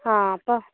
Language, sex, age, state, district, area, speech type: Malayalam, female, 30-45, Kerala, Wayanad, rural, conversation